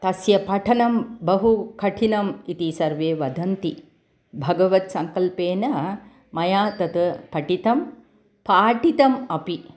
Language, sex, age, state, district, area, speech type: Sanskrit, female, 60+, Tamil Nadu, Chennai, urban, spontaneous